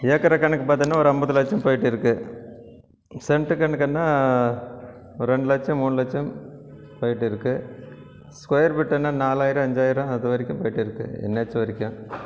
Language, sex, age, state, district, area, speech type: Tamil, male, 45-60, Tamil Nadu, Krishnagiri, rural, spontaneous